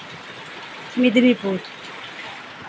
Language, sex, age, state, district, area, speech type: Santali, female, 30-45, West Bengal, Purba Bardhaman, rural, spontaneous